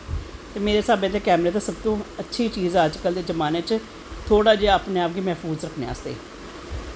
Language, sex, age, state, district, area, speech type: Dogri, female, 45-60, Jammu and Kashmir, Jammu, urban, spontaneous